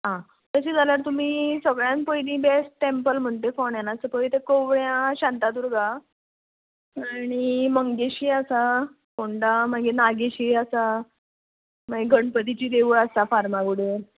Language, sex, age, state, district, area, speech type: Goan Konkani, female, 30-45, Goa, Ponda, rural, conversation